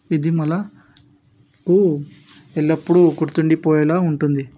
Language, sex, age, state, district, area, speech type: Telugu, male, 18-30, Telangana, Hyderabad, urban, spontaneous